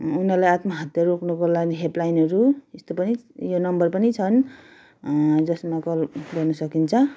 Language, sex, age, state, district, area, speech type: Nepali, female, 30-45, West Bengal, Darjeeling, rural, spontaneous